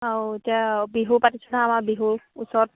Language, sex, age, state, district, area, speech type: Assamese, female, 30-45, Assam, Sivasagar, rural, conversation